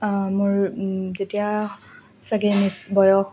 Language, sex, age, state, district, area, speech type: Assamese, female, 18-30, Assam, Lakhimpur, rural, spontaneous